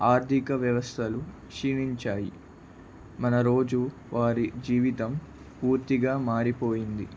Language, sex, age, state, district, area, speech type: Telugu, male, 18-30, Andhra Pradesh, Palnadu, rural, spontaneous